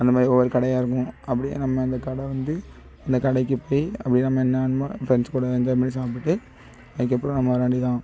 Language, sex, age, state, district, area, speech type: Tamil, male, 30-45, Tamil Nadu, Thoothukudi, rural, spontaneous